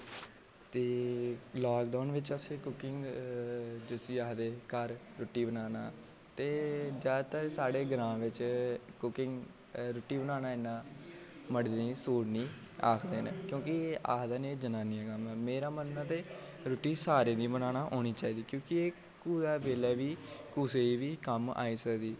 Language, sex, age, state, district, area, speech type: Dogri, male, 18-30, Jammu and Kashmir, Jammu, urban, spontaneous